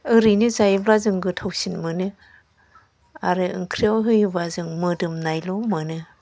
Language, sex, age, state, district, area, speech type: Bodo, male, 60+, Assam, Kokrajhar, urban, spontaneous